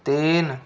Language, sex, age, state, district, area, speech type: Hindi, male, 30-45, Rajasthan, Jodhpur, rural, read